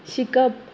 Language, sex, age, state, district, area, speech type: Goan Konkani, female, 18-30, Goa, Ponda, rural, read